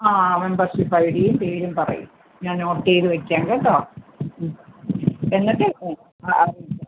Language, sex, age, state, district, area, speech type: Malayalam, female, 60+, Kerala, Thiruvananthapuram, urban, conversation